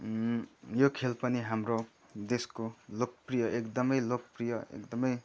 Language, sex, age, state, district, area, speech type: Nepali, male, 30-45, West Bengal, Kalimpong, rural, spontaneous